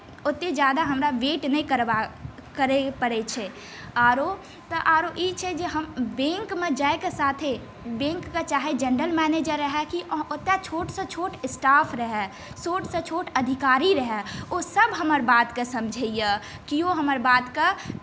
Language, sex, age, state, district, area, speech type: Maithili, female, 18-30, Bihar, Saharsa, rural, spontaneous